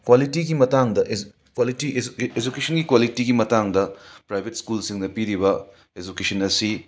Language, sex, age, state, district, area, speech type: Manipuri, male, 60+, Manipur, Imphal West, urban, spontaneous